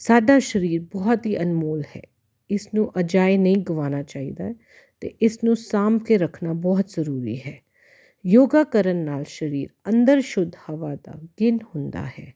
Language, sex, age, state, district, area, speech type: Punjabi, female, 30-45, Punjab, Jalandhar, urban, spontaneous